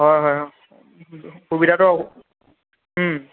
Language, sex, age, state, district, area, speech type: Assamese, male, 18-30, Assam, Lakhimpur, rural, conversation